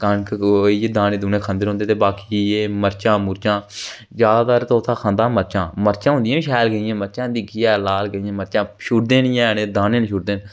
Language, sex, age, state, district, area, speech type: Dogri, male, 18-30, Jammu and Kashmir, Jammu, rural, spontaneous